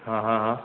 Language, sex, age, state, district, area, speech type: Urdu, male, 30-45, Delhi, South Delhi, urban, conversation